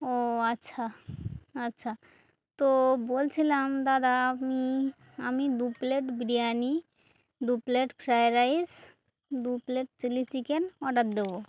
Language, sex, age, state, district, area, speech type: Bengali, female, 18-30, West Bengal, Birbhum, urban, spontaneous